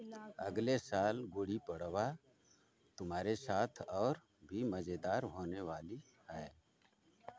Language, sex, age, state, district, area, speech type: Hindi, male, 45-60, Uttar Pradesh, Mau, rural, read